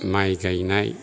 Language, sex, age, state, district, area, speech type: Bodo, male, 60+, Assam, Kokrajhar, rural, spontaneous